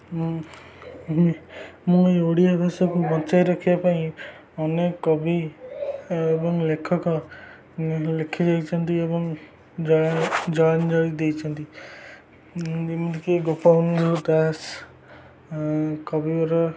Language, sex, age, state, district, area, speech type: Odia, male, 18-30, Odisha, Jagatsinghpur, rural, spontaneous